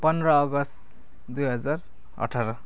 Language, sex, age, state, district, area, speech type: Nepali, male, 18-30, West Bengal, Kalimpong, rural, spontaneous